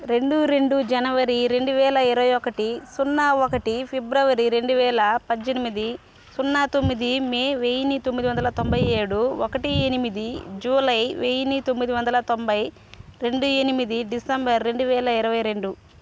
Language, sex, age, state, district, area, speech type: Telugu, female, 30-45, Andhra Pradesh, Sri Balaji, rural, spontaneous